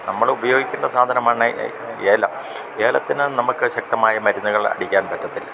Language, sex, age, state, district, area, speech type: Malayalam, male, 60+, Kerala, Idukki, rural, spontaneous